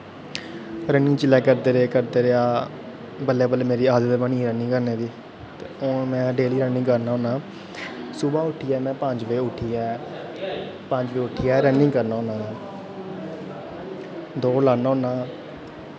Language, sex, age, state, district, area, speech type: Dogri, male, 18-30, Jammu and Kashmir, Kathua, rural, spontaneous